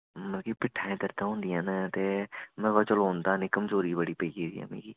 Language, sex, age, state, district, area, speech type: Dogri, male, 18-30, Jammu and Kashmir, Samba, urban, conversation